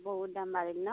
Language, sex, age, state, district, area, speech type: Assamese, female, 30-45, Assam, Darrang, rural, conversation